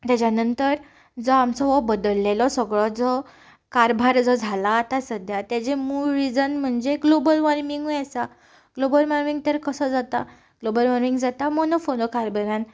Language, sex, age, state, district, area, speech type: Goan Konkani, female, 18-30, Goa, Ponda, rural, spontaneous